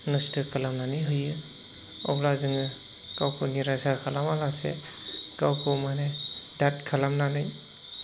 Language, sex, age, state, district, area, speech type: Bodo, male, 30-45, Assam, Chirang, rural, spontaneous